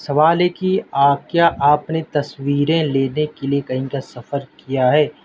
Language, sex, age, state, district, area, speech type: Urdu, male, 30-45, Delhi, South Delhi, rural, spontaneous